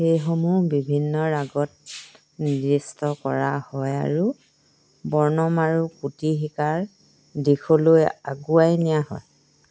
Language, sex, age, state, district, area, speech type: Assamese, female, 60+, Assam, Dhemaji, rural, read